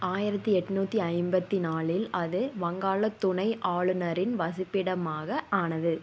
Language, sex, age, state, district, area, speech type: Tamil, female, 18-30, Tamil Nadu, Tiruppur, rural, read